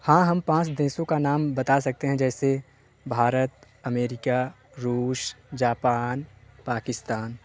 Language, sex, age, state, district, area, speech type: Hindi, male, 18-30, Uttar Pradesh, Jaunpur, rural, spontaneous